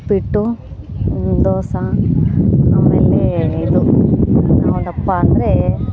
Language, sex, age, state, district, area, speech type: Kannada, female, 18-30, Karnataka, Gadag, rural, spontaneous